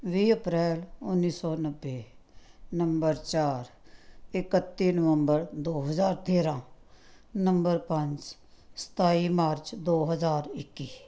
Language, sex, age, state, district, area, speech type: Punjabi, female, 60+, Punjab, Tarn Taran, urban, spontaneous